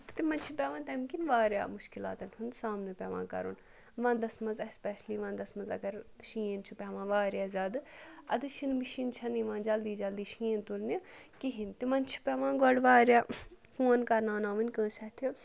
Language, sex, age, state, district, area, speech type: Kashmiri, female, 30-45, Jammu and Kashmir, Ganderbal, rural, spontaneous